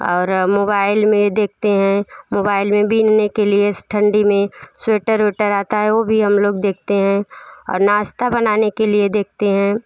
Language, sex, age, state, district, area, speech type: Hindi, female, 30-45, Uttar Pradesh, Bhadohi, rural, spontaneous